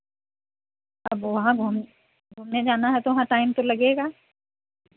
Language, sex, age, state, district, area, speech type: Hindi, female, 60+, Uttar Pradesh, Sitapur, rural, conversation